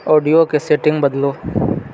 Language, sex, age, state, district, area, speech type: Maithili, male, 30-45, Bihar, Purnia, urban, read